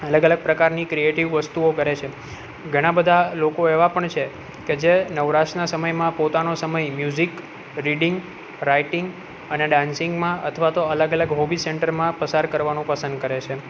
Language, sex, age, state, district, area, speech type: Gujarati, male, 30-45, Gujarat, Junagadh, urban, spontaneous